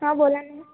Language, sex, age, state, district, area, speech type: Marathi, female, 18-30, Maharashtra, Nagpur, rural, conversation